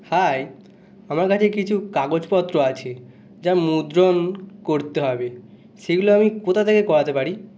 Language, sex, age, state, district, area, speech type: Bengali, male, 18-30, West Bengal, North 24 Parganas, urban, read